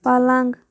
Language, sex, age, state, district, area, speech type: Kashmiri, female, 18-30, Jammu and Kashmir, Kulgam, rural, read